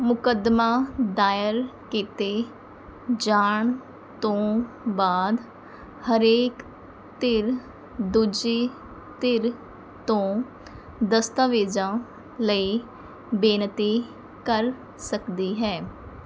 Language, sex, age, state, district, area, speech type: Punjabi, female, 30-45, Punjab, Mohali, rural, read